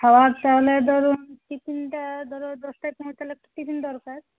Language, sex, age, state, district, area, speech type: Bengali, female, 60+, West Bengal, Jhargram, rural, conversation